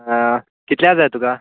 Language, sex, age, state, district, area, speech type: Goan Konkani, male, 18-30, Goa, Murmgao, urban, conversation